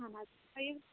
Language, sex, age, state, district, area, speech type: Kashmiri, female, 18-30, Jammu and Kashmir, Kulgam, rural, conversation